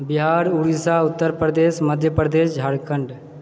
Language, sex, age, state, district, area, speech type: Maithili, male, 30-45, Bihar, Purnia, rural, spontaneous